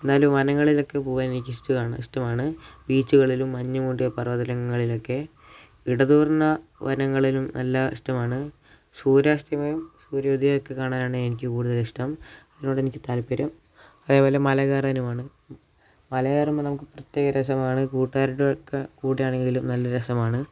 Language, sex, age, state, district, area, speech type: Malayalam, male, 18-30, Kerala, Wayanad, rural, spontaneous